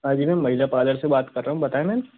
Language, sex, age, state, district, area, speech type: Hindi, male, 18-30, Madhya Pradesh, Gwalior, rural, conversation